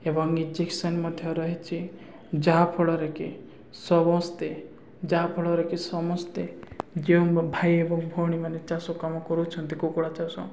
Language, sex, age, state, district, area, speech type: Odia, male, 18-30, Odisha, Nabarangpur, urban, spontaneous